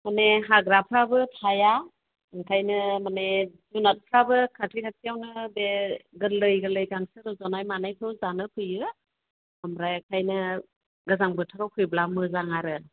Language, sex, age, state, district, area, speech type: Bodo, female, 45-60, Assam, Chirang, rural, conversation